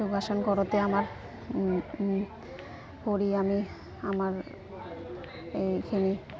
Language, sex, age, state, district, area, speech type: Assamese, female, 30-45, Assam, Goalpara, rural, spontaneous